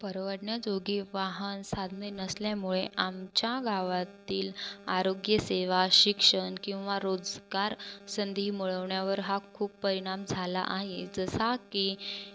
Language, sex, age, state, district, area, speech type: Marathi, female, 18-30, Maharashtra, Buldhana, rural, spontaneous